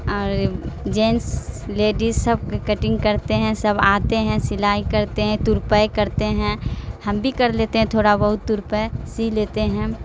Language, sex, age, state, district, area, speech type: Urdu, female, 45-60, Bihar, Darbhanga, rural, spontaneous